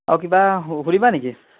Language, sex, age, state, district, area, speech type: Assamese, male, 30-45, Assam, Charaideo, rural, conversation